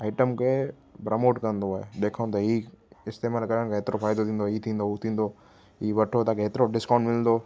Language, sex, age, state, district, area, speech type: Sindhi, male, 18-30, Gujarat, Kutch, urban, spontaneous